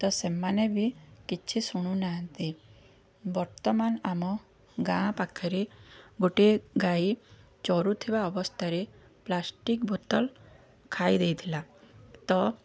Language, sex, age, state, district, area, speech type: Odia, female, 30-45, Odisha, Puri, urban, spontaneous